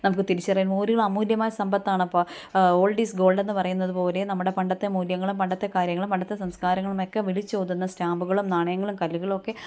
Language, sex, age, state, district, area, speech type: Malayalam, female, 30-45, Kerala, Kottayam, rural, spontaneous